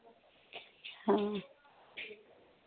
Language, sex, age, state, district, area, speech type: Dogri, female, 30-45, Jammu and Kashmir, Reasi, rural, conversation